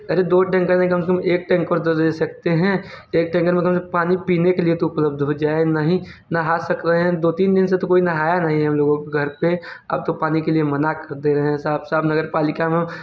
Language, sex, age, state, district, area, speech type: Hindi, male, 18-30, Uttar Pradesh, Mirzapur, rural, spontaneous